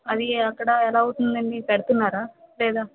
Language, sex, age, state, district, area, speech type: Telugu, female, 30-45, Andhra Pradesh, Vizianagaram, rural, conversation